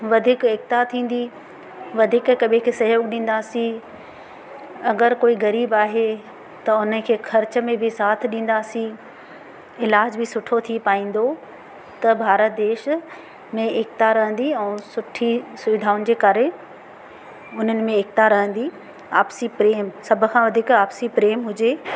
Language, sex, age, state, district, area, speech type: Sindhi, female, 45-60, Madhya Pradesh, Katni, urban, spontaneous